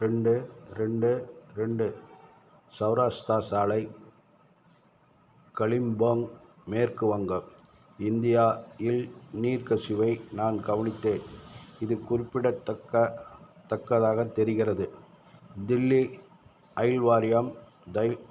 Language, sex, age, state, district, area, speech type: Tamil, male, 60+, Tamil Nadu, Madurai, rural, read